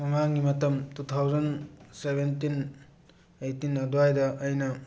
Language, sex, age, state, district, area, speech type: Manipuri, male, 45-60, Manipur, Tengnoupal, urban, spontaneous